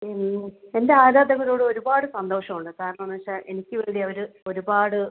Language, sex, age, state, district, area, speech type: Malayalam, female, 30-45, Kerala, Kannur, rural, conversation